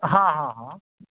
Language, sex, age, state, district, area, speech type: Odia, female, 18-30, Odisha, Sundergarh, urban, conversation